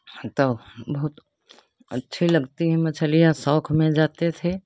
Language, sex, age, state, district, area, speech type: Hindi, female, 60+, Uttar Pradesh, Lucknow, urban, spontaneous